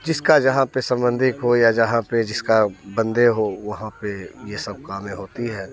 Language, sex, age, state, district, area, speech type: Hindi, male, 30-45, Bihar, Muzaffarpur, rural, spontaneous